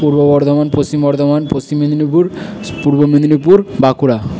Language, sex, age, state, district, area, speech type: Bengali, male, 30-45, West Bengal, Purba Bardhaman, urban, spontaneous